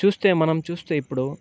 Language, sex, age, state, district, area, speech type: Telugu, male, 18-30, Andhra Pradesh, Bapatla, urban, spontaneous